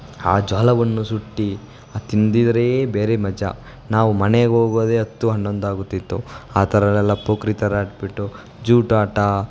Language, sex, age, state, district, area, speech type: Kannada, male, 18-30, Karnataka, Chamarajanagar, rural, spontaneous